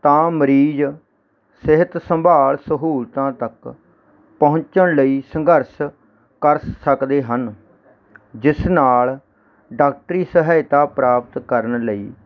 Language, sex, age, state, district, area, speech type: Punjabi, male, 30-45, Punjab, Barnala, urban, spontaneous